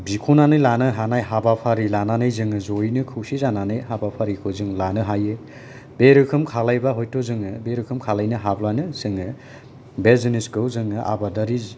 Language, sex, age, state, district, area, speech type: Bodo, male, 45-60, Assam, Kokrajhar, rural, spontaneous